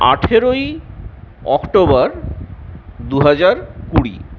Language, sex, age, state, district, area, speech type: Bengali, male, 45-60, West Bengal, Purulia, urban, spontaneous